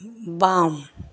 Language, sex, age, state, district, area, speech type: Maithili, female, 30-45, Bihar, Begusarai, rural, read